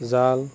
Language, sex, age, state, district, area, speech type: Assamese, male, 60+, Assam, Darrang, rural, spontaneous